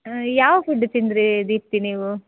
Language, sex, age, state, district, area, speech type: Kannada, female, 30-45, Karnataka, Udupi, rural, conversation